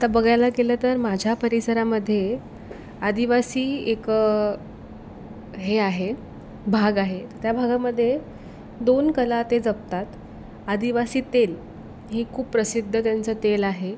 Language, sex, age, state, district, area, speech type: Marathi, female, 18-30, Maharashtra, Raigad, rural, spontaneous